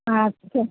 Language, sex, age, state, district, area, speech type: Bengali, female, 60+, West Bengal, Kolkata, urban, conversation